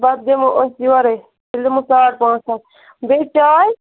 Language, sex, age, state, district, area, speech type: Kashmiri, female, 30-45, Jammu and Kashmir, Bandipora, rural, conversation